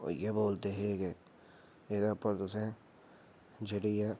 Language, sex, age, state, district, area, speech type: Dogri, male, 30-45, Jammu and Kashmir, Udhampur, rural, spontaneous